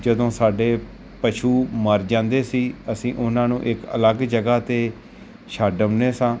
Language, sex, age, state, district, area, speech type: Punjabi, male, 30-45, Punjab, Gurdaspur, rural, spontaneous